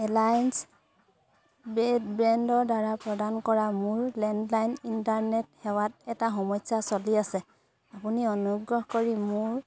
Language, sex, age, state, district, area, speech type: Assamese, female, 18-30, Assam, Sivasagar, rural, read